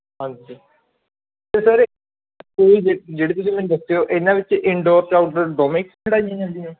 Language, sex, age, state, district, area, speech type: Punjabi, male, 30-45, Punjab, Barnala, rural, conversation